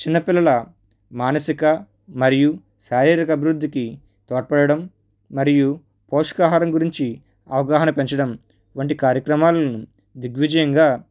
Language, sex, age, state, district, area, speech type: Telugu, male, 30-45, Andhra Pradesh, East Godavari, rural, spontaneous